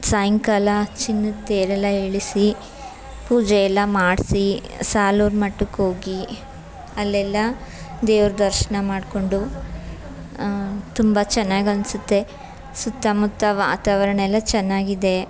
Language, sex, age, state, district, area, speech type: Kannada, female, 30-45, Karnataka, Chamarajanagar, rural, spontaneous